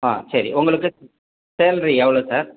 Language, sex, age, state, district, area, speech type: Tamil, male, 60+, Tamil Nadu, Ariyalur, rural, conversation